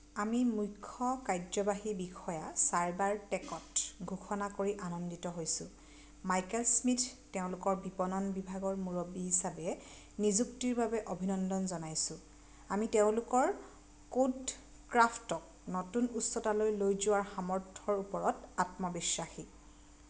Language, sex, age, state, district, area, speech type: Assamese, female, 30-45, Assam, Majuli, urban, read